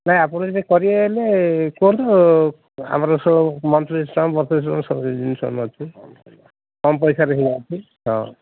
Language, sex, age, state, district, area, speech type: Odia, male, 60+, Odisha, Gajapati, rural, conversation